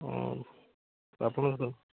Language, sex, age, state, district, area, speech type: Odia, male, 45-60, Odisha, Kendrapara, urban, conversation